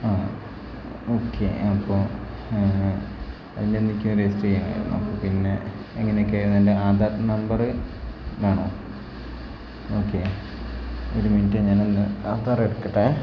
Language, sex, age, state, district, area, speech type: Malayalam, male, 30-45, Kerala, Wayanad, rural, spontaneous